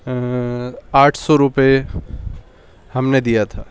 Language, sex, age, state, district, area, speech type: Urdu, male, 30-45, Delhi, East Delhi, urban, spontaneous